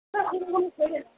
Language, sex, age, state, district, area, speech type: Bengali, female, 30-45, West Bengal, Darjeeling, urban, conversation